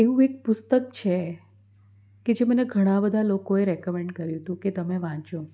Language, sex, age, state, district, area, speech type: Gujarati, female, 30-45, Gujarat, Anand, urban, spontaneous